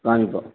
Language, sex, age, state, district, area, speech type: Tamil, male, 45-60, Tamil Nadu, Tenkasi, rural, conversation